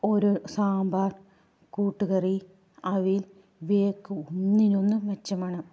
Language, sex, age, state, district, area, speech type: Malayalam, female, 30-45, Kerala, Kannur, rural, spontaneous